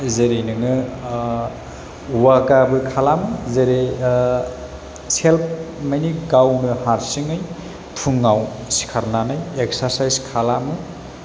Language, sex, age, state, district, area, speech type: Bodo, male, 30-45, Assam, Chirang, rural, spontaneous